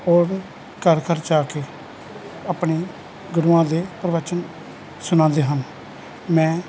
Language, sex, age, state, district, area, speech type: Punjabi, male, 45-60, Punjab, Kapurthala, urban, spontaneous